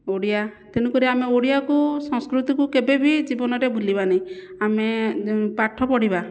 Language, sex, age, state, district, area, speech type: Odia, female, 45-60, Odisha, Jajpur, rural, spontaneous